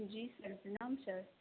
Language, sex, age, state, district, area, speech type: Maithili, female, 30-45, Bihar, Madhubani, rural, conversation